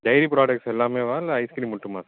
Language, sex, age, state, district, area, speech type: Tamil, male, 18-30, Tamil Nadu, Salem, rural, conversation